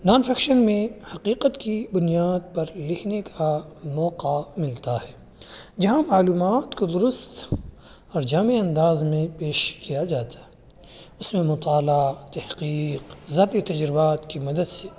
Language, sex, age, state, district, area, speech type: Urdu, male, 18-30, Uttar Pradesh, Muzaffarnagar, urban, spontaneous